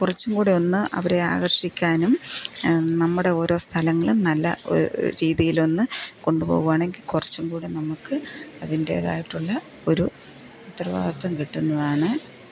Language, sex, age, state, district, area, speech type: Malayalam, female, 45-60, Kerala, Thiruvananthapuram, rural, spontaneous